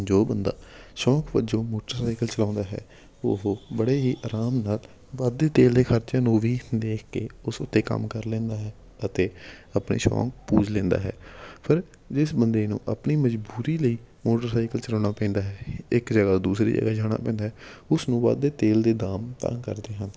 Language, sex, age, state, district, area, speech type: Punjabi, male, 45-60, Punjab, Patiala, urban, spontaneous